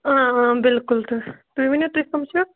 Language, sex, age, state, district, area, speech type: Kashmiri, female, 18-30, Jammu and Kashmir, Kupwara, rural, conversation